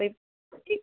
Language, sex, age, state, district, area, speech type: Malayalam, female, 30-45, Kerala, Kozhikode, urban, conversation